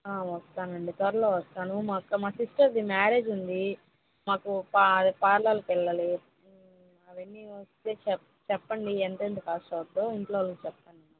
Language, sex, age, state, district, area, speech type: Telugu, female, 18-30, Andhra Pradesh, Kadapa, rural, conversation